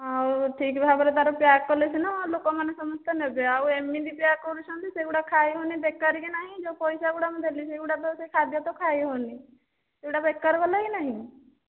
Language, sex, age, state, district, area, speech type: Odia, female, 45-60, Odisha, Boudh, rural, conversation